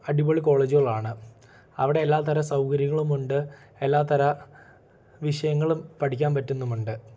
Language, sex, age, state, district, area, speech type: Malayalam, male, 18-30, Kerala, Idukki, rural, spontaneous